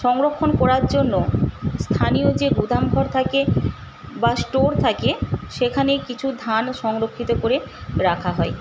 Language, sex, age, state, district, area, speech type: Bengali, female, 45-60, West Bengal, Paschim Medinipur, rural, spontaneous